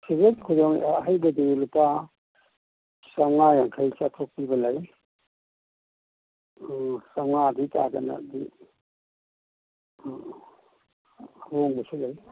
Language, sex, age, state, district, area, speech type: Manipuri, male, 60+, Manipur, Imphal East, urban, conversation